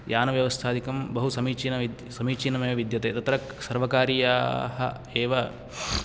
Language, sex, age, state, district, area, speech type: Sanskrit, male, 18-30, Karnataka, Uttara Kannada, rural, spontaneous